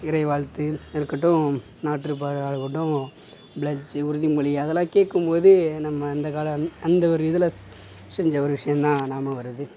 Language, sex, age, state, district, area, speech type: Tamil, male, 18-30, Tamil Nadu, Mayiladuthurai, urban, spontaneous